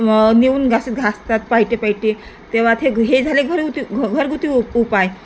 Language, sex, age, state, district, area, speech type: Marathi, female, 30-45, Maharashtra, Nagpur, rural, spontaneous